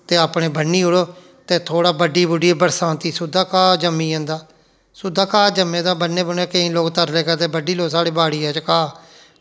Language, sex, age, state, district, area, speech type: Dogri, male, 45-60, Jammu and Kashmir, Jammu, rural, spontaneous